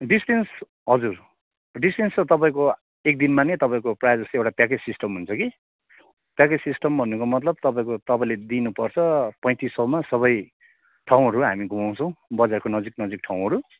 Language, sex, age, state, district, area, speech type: Nepali, male, 30-45, West Bengal, Kalimpong, rural, conversation